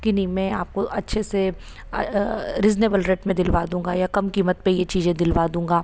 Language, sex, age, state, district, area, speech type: Hindi, female, 30-45, Madhya Pradesh, Ujjain, urban, spontaneous